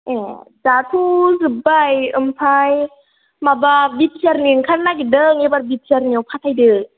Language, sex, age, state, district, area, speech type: Bodo, female, 18-30, Assam, Kokrajhar, rural, conversation